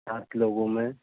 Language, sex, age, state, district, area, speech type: Urdu, male, 60+, Uttar Pradesh, Gautam Buddha Nagar, urban, conversation